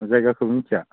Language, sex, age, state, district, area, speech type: Bodo, male, 18-30, Assam, Udalguri, urban, conversation